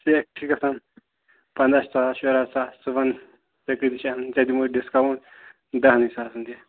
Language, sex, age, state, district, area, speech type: Kashmiri, male, 18-30, Jammu and Kashmir, Ganderbal, rural, conversation